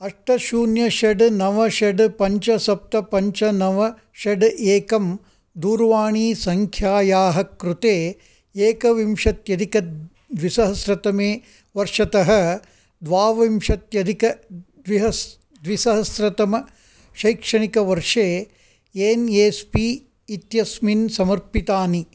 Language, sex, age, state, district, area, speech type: Sanskrit, male, 60+, Karnataka, Mysore, urban, read